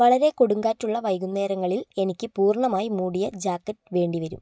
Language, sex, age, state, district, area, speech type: Malayalam, female, 18-30, Kerala, Kozhikode, urban, read